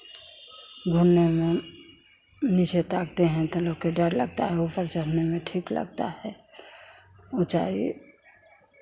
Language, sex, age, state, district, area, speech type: Hindi, female, 45-60, Bihar, Begusarai, rural, spontaneous